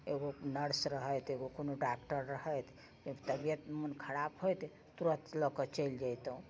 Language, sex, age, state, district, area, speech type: Maithili, female, 60+, Bihar, Muzaffarpur, rural, spontaneous